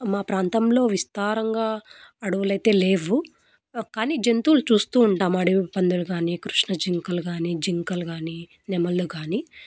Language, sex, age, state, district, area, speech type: Telugu, female, 18-30, Andhra Pradesh, Anantapur, rural, spontaneous